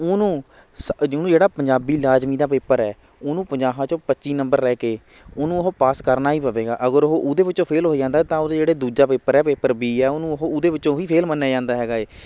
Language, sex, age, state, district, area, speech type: Punjabi, male, 60+, Punjab, Shaheed Bhagat Singh Nagar, urban, spontaneous